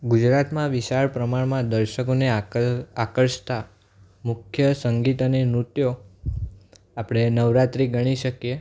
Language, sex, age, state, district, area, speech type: Gujarati, male, 18-30, Gujarat, Anand, urban, spontaneous